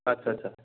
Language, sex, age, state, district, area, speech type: Assamese, male, 18-30, Assam, Sonitpur, rural, conversation